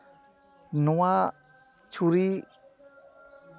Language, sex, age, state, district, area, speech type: Santali, male, 30-45, West Bengal, Malda, rural, spontaneous